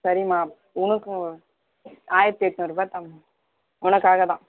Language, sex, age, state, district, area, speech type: Tamil, female, 18-30, Tamil Nadu, Ranipet, rural, conversation